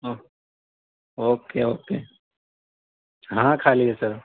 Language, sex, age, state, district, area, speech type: Urdu, male, 18-30, Delhi, East Delhi, urban, conversation